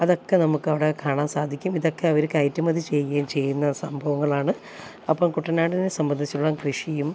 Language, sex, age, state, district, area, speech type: Malayalam, female, 30-45, Kerala, Alappuzha, rural, spontaneous